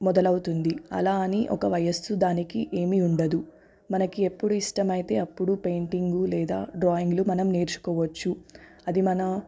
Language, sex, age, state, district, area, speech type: Telugu, female, 18-30, Telangana, Hyderabad, urban, spontaneous